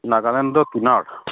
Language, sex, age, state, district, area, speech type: Assamese, male, 30-45, Assam, Charaideo, rural, conversation